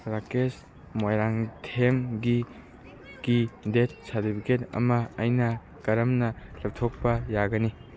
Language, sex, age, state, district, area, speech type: Manipuri, male, 18-30, Manipur, Churachandpur, rural, read